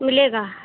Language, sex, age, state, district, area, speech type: Hindi, female, 45-60, Uttar Pradesh, Lucknow, rural, conversation